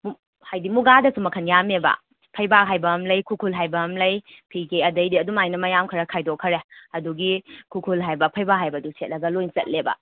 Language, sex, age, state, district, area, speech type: Manipuri, female, 18-30, Manipur, Kakching, rural, conversation